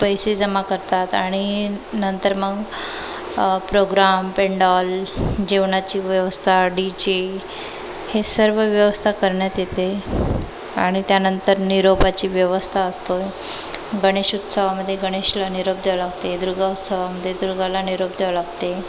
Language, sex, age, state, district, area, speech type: Marathi, female, 30-45, Maharashtra, Nagpur, urban, spontaneous